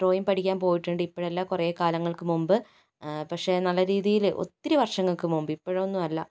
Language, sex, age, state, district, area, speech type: Malayalam, female, 60+, Kerala, Kozhikode, rural, spontaneous